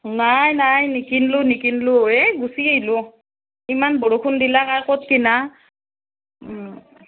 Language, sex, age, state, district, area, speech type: Assamese, female, 18-30, Assam, Nalbari, rural, conversation